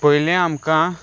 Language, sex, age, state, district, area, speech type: Goan Konkani, male, 18-30, Goa, Salcete, rural, spontaneous